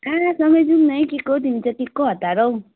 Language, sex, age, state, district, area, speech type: Nepali, female, 30-45, West Bengal, Kalimpong, rural, conversation